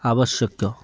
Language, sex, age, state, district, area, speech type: Odia, male, 30-45, Odisha, Kendrapara, urban, read